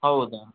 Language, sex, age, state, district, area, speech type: Kannada, male, 60+, Karnataka, Bangalore Urban, urban, conversation